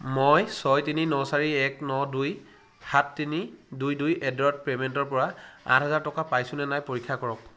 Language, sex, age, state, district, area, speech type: Assamese, male, 60+, Assam, Charaideo, rural, read